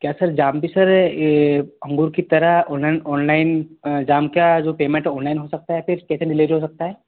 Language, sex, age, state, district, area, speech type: Hindi, male, 18-30, Madhya Pradesh, Betul, rural, conversation